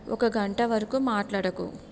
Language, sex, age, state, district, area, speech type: Telugu, female, 30-45, Andhra Pradesh, Anakapalli, urban, read